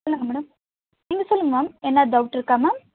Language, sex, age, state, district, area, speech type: Tamil, female, 30-45, Tamil Nadu, Chennai, urban, conversation